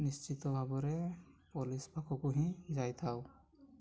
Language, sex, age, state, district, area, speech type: Odia, male, 18-30, Odisha, Mayurbhanj, rural, spontaneous